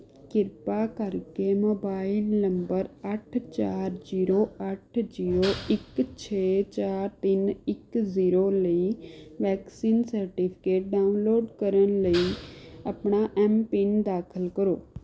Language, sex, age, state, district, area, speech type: Punjabi, female, 18-30, Punjab, Rupnagar, urban, read